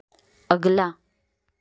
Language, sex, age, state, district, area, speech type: Hindi, female, 30-45, Uttar Pradesh, Prayagraj, urban, read